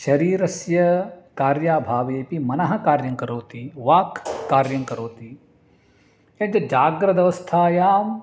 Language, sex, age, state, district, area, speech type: Sanskrit, male, 45-60, Karnataka, Uttara Kannada, urban, spontaneous